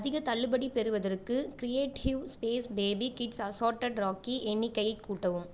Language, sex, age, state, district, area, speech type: Tamil, female, 18-30, Tamil Nadu, Cuddalore, urban, read